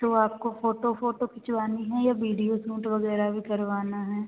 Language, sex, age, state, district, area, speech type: Hindi, female, 18-30, Madhya Pradesh, Hoshangabad, rural, conversation